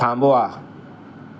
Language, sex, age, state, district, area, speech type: Marathi, male, 60+, Maharashtra, Mumbai Suburban, urban, read